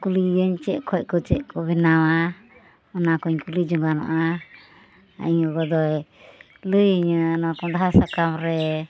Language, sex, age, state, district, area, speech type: Santali, female, 45-60, West Bengal, Uttar Dinajpur, rural, spontaneous